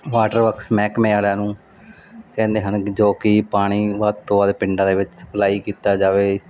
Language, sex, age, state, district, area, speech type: Punjabi, male, 30-45, Punjab, Mansa, urban, spontaneous